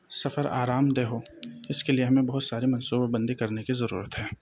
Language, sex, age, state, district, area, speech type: Urdu, male, 30-45, Delhi, North East Delhi, urban, spontaneous